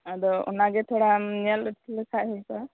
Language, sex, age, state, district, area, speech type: Santali, female, 18-30, West Bengal, Birbhum, rural, conversation